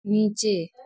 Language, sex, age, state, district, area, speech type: Hindi, female, 30-45, Uttar Pradesh, Mau, rural, read